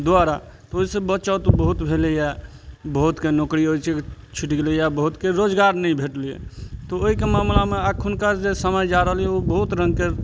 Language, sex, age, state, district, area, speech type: Maithili, male, 30-45, Bihar, Madhubani, rural, spontaneous